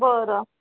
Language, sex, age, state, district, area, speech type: Marathi, female, 30-45, Maharashtra, Wardha, rural, conversation